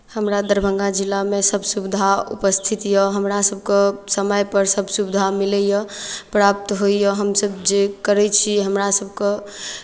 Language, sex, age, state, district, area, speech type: Maithili, female, 18-30, Bihar, Darbhanga, rural, spontaneous